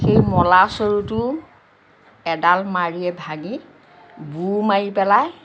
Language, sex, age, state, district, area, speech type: Assamese, female, 60+, Assam, Lakhimpur, rural, spontaneous